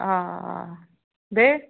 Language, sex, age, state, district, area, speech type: Kashmiri, female, 45-60, Jammu and Kashmir, Budgam, rural, conversation